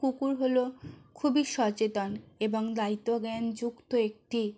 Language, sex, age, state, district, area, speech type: Bengali, female, 45-60, West Bengal, South 24 Parganas, rural, spontaneous